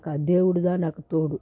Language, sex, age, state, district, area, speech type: Telugu, female, 60+, Andhra Pradesh, Sri Balaji, urban, spontaneous